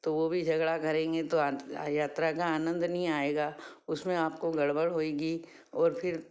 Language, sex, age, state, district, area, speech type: Hindi, female, 60+, Madhya Pradesh, Ujjain, urban, spontaneous